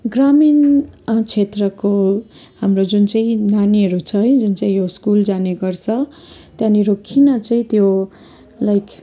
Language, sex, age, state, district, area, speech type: Nepali, female, 30-45, West Bengal, Darjeeling, rural, spontaneous